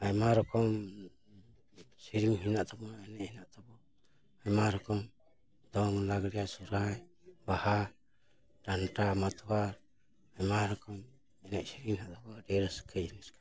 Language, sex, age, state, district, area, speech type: Santali, male, 60+, West Bengal, Paschim Bardhaman, rural, spontaneous